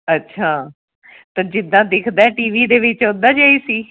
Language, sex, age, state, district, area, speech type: Punjabi, female, 45-60, Punjab, Tarn Taran, urban, conversation